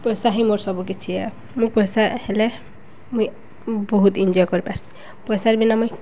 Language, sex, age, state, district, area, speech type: Odia, female, 18-30, Odisha, Balangir, urban, spontaneous